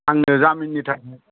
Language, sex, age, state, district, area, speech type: Bodo, male, 60+, Assam, Kokrajhar, urban, conversation